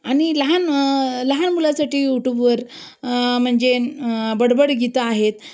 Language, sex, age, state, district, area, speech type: Marathi, female, 30-45, Maharashtra, Osmanabad, rural, spontaneous